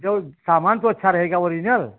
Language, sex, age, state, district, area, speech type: Hindi, male, 60+, Uttar Pradesh, Ayodhya, rural, conversation